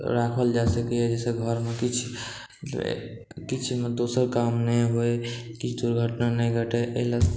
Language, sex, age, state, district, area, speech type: Maithili, male, 60+, Bihar, Saharsa, urban, spontaneous